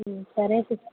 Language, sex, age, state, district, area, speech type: Telugu, female, 18-30, Andhra Pradesh, Kadapa, rural, conversation